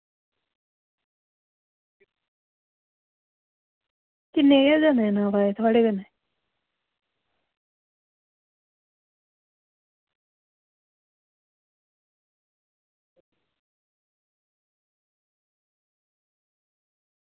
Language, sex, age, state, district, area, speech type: Dogri, female, 30-45, Jammu and Kashmir, Samba, rural, conversation